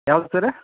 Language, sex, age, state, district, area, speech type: Kannada, male, 30-45, Karnataka, Dakshina Kannada, rural, conversation